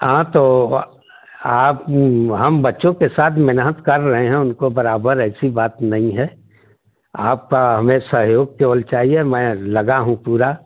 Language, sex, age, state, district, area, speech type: Hindi, male, 60+, Uttar Pradesh, Chandauli, rural, conversation